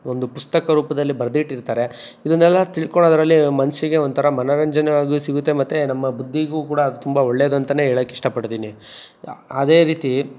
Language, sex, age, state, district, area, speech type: Kannada, male, 30-45, Karnataka, Chikkaballapur, urban, spontaneous